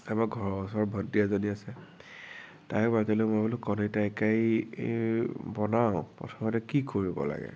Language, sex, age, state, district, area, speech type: Assamese, male, 18-30, Assam, Nagaon, rural, spontaneous